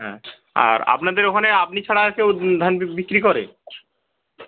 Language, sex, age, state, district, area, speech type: Bengali, male, 18-30, West Bengal, Birbhum, urban, conversation